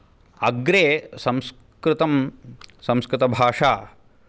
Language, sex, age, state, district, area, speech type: Sanskrit, male, 18-30, Karnataka, Bangalore Urban, urban, spontaneous